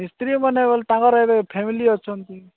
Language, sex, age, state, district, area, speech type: Odia, male, 45-60, Odisha, Nabarangpur, rural, conversation